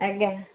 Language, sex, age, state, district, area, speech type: Odia, female, 45-60, Odisha, Sundergarh, rural, conversation